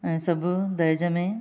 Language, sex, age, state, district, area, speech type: Sindhi, other, 60+, Maharashtra, Thane, urban, spontaneous